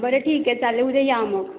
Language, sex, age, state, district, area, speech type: Marathi, female, 18-30, Maharashtra, Mumbai City, urban, conversation